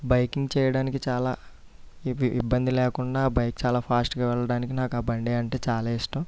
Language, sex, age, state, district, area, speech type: Telugu, male, 30-45, Andhra Pradesh, East Godavari, rural, spontaneous